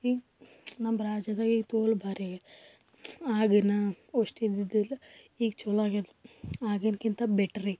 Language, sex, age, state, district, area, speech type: Kannada, female, 18-30, Karnataka, Bidar, urban, spontaneous